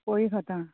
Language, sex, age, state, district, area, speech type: Goan Konkani, female, 45-60, Goa, Murmgao, rural, conversation